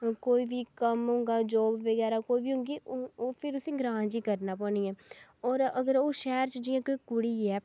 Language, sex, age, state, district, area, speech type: Dogri, female, 18-30, Jammu and Kashmir, Kathua, rural, spontaneous